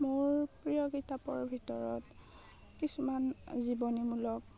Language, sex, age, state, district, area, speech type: Assamese, female, 18-30, Assam, Darrang, rural, spontaneous